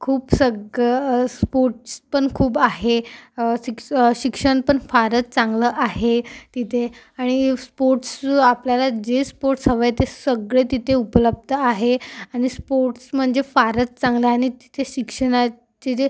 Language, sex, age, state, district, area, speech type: Marathi, female, 18-30, Maharashtra, Amravati, urban, spontaneous